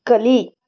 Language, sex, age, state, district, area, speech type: Kannada, female, 18-30, Karnataka, Tumkur, rural, read